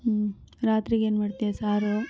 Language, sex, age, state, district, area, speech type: Kannada, female, 18-30, Karnataka, Bangalore Rural, rural, spontaneous